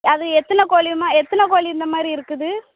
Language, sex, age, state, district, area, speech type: Tamil, female, 18-30, Tamil Nadu, Thoothukudi, rural, conversation